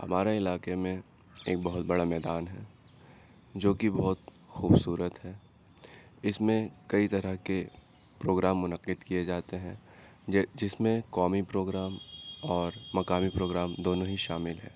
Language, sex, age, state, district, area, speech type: Urdu, male, 30-45, Uttar Pradesh, Aligarh, urban, spontaneous